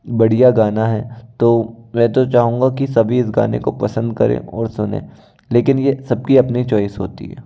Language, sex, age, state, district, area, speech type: Hindi, male, 60+, Madhya Pradesh, Bhopal, urban, spontaneous